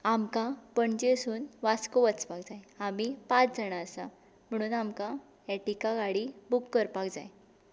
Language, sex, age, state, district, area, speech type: Goan Konkani, female, 18-30, Goa, Tiswadi, rural, spontaneous